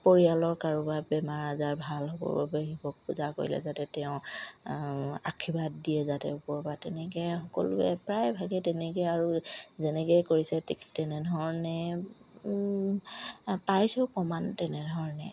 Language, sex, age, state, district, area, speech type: Assamese, female, 30-45, Assam, Charaideo, rural, spontaneous